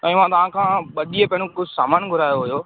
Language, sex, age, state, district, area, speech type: Sindhi, male, 18-30, Madhya Pradesh, Katni, urban, conversation